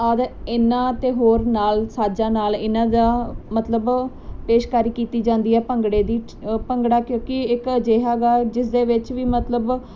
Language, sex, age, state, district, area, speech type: Punjabi, female, 18-30, Punjab, Muktsar, urban, spontaneous